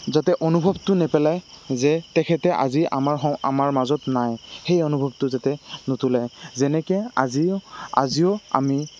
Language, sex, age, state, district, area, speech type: Assamese, male, 18-30, Assam, Goalpara, rural, spontaneous